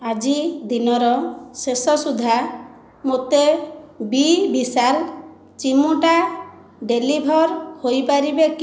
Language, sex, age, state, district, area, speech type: Odia, female, 30-45, Odisha, Khordha, rural, read